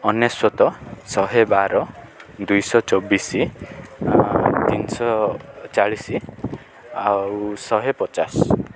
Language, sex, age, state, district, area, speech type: Odia, male, 18-30, Odisha, Koraput, urban, spontaneous